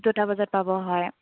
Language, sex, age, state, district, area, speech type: Assamese, female, 18-30, Assam, Dibrugarh, rural, conversation